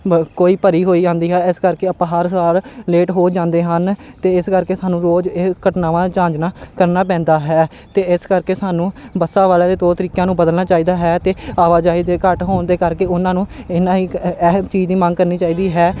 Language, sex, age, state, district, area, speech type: Punjabi, male, 30-45, Punjab, Amritsar, urban, spontaneous